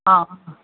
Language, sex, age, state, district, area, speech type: Malayalam, female, 60+, Kerala, Alappuzha, rural, conversation